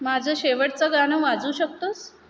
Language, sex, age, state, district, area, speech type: Marathi, female, 30-45, Maharashtra, Mumbai Suburban, urban, read